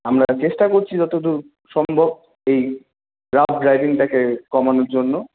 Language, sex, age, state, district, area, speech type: Bengali, male, 18-30, West Bengal, Paschim Bardhaman, urban, conversation